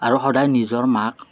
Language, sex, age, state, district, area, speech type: Assamese, male, 30-45, Assam, Morigaon, rural, spontaneous